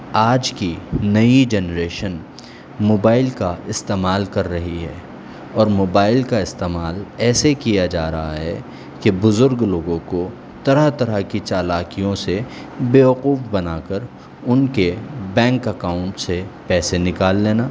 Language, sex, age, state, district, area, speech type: Urdu, male, 45-60, Delhi, South Delhi, urban, spontaneous